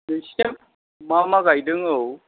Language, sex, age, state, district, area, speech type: Bodo, male, 60+, Assam, Chirang, rural, conversation